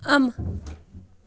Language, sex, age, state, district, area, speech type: Kashmiri, female, 18-30, Jammu and Kashmir, Kupwara, rural, read